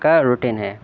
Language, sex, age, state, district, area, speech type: Urdu, male, 30-45, Uttar Pradesh, Shahjahanpur, urban, spontaneous